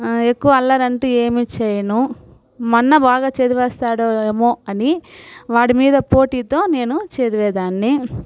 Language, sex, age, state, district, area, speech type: Telugu, female, 45-60, Andhra Pradesh, Sri Balaji, urban, spontaneous